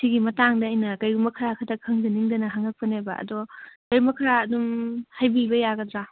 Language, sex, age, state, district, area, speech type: Manipuri, female, 30-45, Manipur, Kangpokpi, urban, conversation